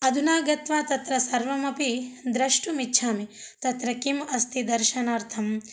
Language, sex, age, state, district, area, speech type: Sanskrit, female, 30-45, Telangana, Ranga Reddy, urban, spontaneous